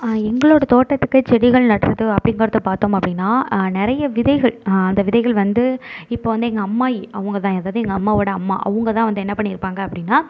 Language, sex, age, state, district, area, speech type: Tamil, female, 30-45, Tamil Nadu, Mayiladuthurai, urban, spontaneous